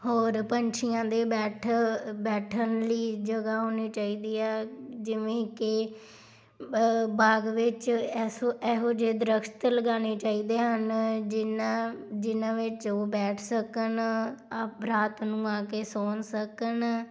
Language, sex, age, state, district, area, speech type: Punjabi, female, 18-30, Punjab, Tarn Taran, rural, spontaneous